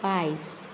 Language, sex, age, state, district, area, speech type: Goan Konkani, female, 45-60, Goa, Murmgao, rural, spontaneous